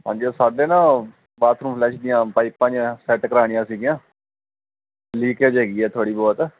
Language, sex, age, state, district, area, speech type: Punjabi, male, 18-30, Punjab, Fazilka, rural, conversation